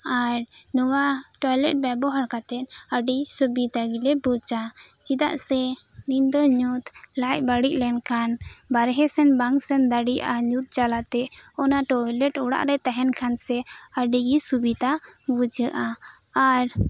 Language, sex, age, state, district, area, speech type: Santali, female, 18-30, West Bengal, Birbhum, rural, spontaneous